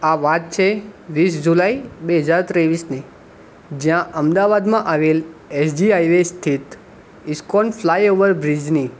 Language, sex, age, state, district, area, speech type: Gujarati, male, 18-30, Gujarat, Ahmedabad, urban, spontaneous